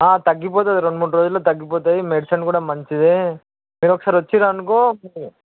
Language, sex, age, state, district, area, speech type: Telugu, male, 18-30, Telangana, Hyderabad, urban, conversation